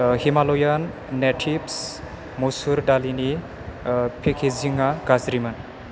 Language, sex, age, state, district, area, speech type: Bodo, male, 18-30, Assam, Chirang, rural, read